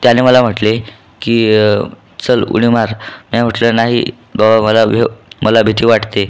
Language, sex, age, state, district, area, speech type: Marathi, male, 18-30, Maharashtra, Buldhana, rural, spontaneous